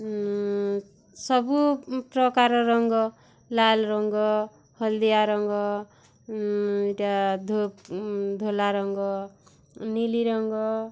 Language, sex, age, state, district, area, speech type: Odia, female, 30-45, Odisha, Bargarh, urban, spontaneous